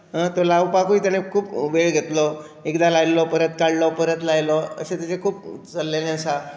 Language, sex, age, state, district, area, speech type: Goan Konkani, male, 60+, Goa, Bardez, urban, spontaneous